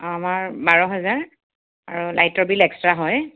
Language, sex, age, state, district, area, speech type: Assamese, female, 30-45, Assam, Sonitpur, urban, conversation